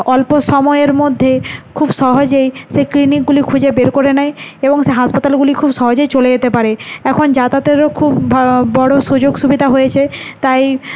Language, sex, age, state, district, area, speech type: Bengali, female, 30-45, West Bengal, Nadia, urban, spontaneous